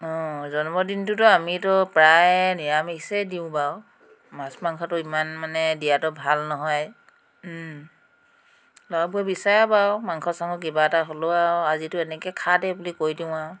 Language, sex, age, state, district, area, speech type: Assamese, female, 45-60, Assam, Tinsukia, urban, spontaneous